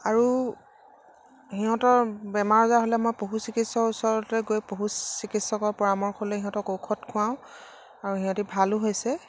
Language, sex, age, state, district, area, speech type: Assamese, female, 45-60, Assam, Dibrugarh, rural, spontaneous